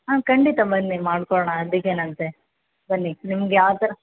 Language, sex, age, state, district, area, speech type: Kannada, female, 18-30, Karnataka, Chamarajanagar, rural, conversation